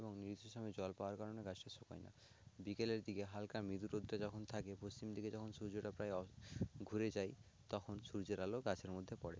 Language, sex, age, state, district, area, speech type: Bengali, male, 18-30, West Bengal, Jhargram, rural, spontaneous